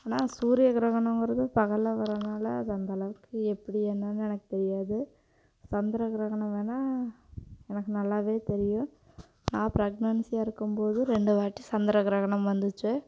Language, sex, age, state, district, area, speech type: Tamil, female, 18-30, Tamil Nadu, Coimbatore, rural, spontaneous